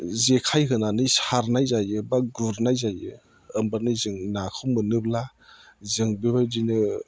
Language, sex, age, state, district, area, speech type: Bodo, male, 45-60, Assam, Chirang, rural, spontaneous